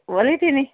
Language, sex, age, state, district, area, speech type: Kannada, female, 60+, Karnataka, Kolar, rural, conversation